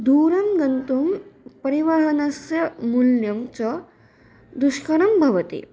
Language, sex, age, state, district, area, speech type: Sanskrit, female, 18-30, Maharashtra, Chandrapur, urban, spontaneous